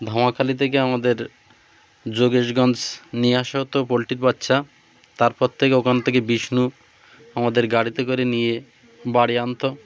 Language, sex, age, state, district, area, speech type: Bengali, male, 30-45, West Bengal, Birbhum, urban, spontaneous